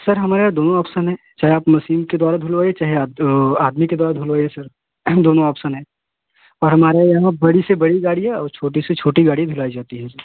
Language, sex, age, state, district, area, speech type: Hindi, male, 30-45, Uttar Pradesh, Jaunpur, rural, conversation